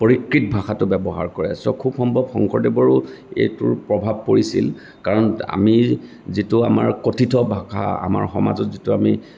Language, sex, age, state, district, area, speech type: Assamese, male, 45-60, Assam, Lakhimpur, rural, spontaneous